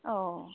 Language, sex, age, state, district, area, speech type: Bodo, female, 18-30, Assam, Kokrajhar, rural, conversation